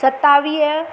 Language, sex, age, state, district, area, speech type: Sindhi, female, 45-60, Madhya Pradesh, Katni, urban, spontaneous